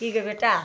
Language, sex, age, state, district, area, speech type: Maithili, female, 60+, Bihar, Darbhanga, rural, spontaneous